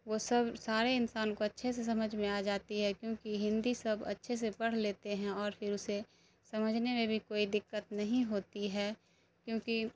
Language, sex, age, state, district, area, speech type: Urdu, female, 18-30, Bihar, Darbhanga, rural, spontaneous